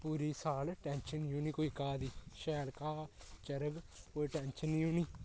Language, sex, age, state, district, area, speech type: Dogri, male, 18-30, Jammu and Kashmir, Kathua, rural, spontaneous